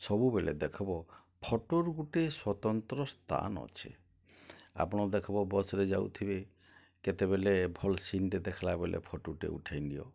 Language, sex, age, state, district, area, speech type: Odia, male, 60+, Odisha, Boudh, rural, spontaneous